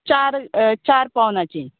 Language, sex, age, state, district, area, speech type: Goan Konkani, female, 30-45, Goa, Quepem, rural, conversation